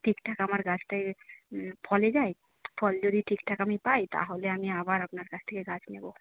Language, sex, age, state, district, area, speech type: Bengali, female, 45-60, West Bengal, Jhargram, rural, conversation